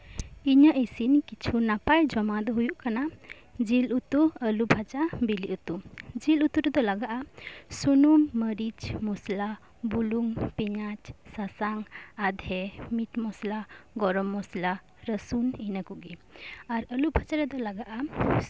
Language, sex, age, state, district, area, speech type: Santali, female, 18-30, West Bengal, Birbhum, rural, spontaneous